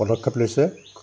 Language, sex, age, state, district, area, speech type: Assamese, male, 45-60, Assam, Dibrugarh, rural, spontaneous